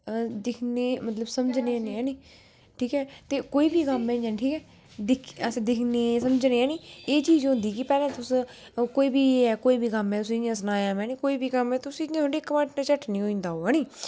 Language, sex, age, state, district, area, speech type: Dogri, female, 18-30, Jammu and Kashmir, Kathua, urban, spontaneous